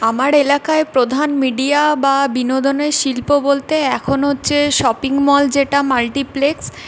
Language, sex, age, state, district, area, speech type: Bengali, female, 18-30, West Bengal, Purulia, rural, spontaneous